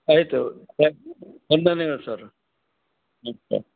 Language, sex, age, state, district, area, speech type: Kannada, male, 60+, Karnataka, Gulbarga, urban, conversation